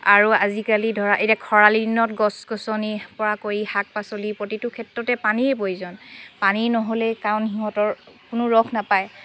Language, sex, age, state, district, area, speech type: Assamese, female, 30-45, Assam, Dhemaji, urban, spontaneous